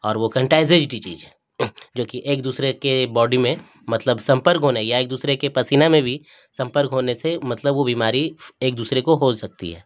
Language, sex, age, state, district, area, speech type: Urdu, male, 60+, Bihar, Darbhanga, rural, spontaneous